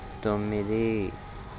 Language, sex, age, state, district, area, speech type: Telugu, male, 30-45, Telangana, Siddipet, rural, read